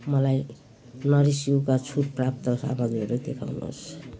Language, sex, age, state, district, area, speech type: Nepali, female, 60+, West Bengal, Jalpaiguri, rural, read